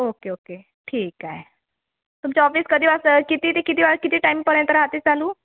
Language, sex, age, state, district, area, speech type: Marathi, female, 18-30, Maharashtra, Nagpur, urban, conversation